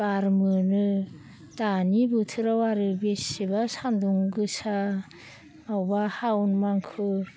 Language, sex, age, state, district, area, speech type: Bodo, female, 60+, Assam, Baksa, urban, spontaneous